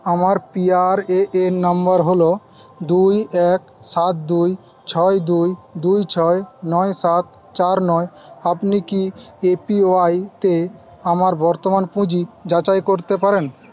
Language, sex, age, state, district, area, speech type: Bengali, male, 18-30, West Bengal, Paschim Medinipur, rural, read